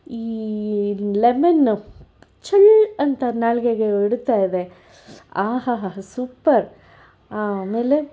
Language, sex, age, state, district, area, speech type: Kannada, female, 60+, Karnataka, Bangalore Urban, urban, spontaneous